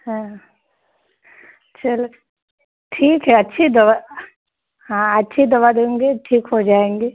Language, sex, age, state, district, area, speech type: Hindi, female, 45-60, Uttar Pradesh, Pratapgarh, rural, conversation